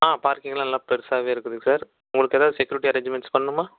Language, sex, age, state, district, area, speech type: Tamil, male, 30-45, Tamil Nadu, Erode, rural, conversation